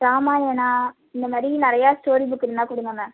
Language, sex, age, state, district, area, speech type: Tamil, female, 18-30, Tamil Nadu, Mayiladuthurai, urban, conversation